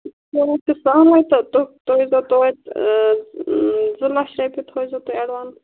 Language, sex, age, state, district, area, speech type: Kashmiri, female, 30-45, Jammu and Kashmir, Bandipora, rural, conversation